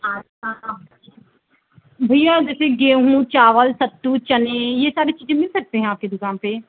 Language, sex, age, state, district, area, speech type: Hindi, female, 18-30, Uttar Pradesh, Pratapgarh, rural, conversation